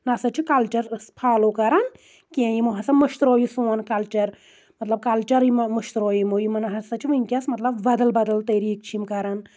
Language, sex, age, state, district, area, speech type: Kashmiri, female, 18-30, Jammu and Kashmir, Anantnag, rural, spontaneous